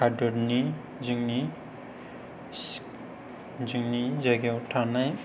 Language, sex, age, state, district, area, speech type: Bodo, male, 18-30, Assam, Kokrajhar, rural, spontaneous